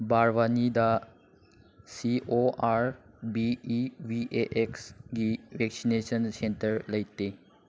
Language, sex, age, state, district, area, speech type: Manipuri, male, 18-30, Manipur, Chandel, rural, read